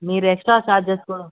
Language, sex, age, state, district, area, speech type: Telugu, male, 45-60, Andhra Pradesh, Chittoor, urban, conversation